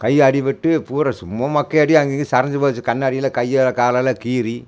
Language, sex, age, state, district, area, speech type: Tamil, male, 45-60, Tamil Nadu, Coimbatore, rural, spontaneous